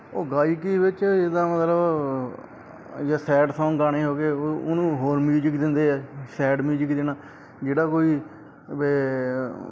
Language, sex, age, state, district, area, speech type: Punjabi, male, 18-30, Punjab, Kapurthala, urban, spontaneous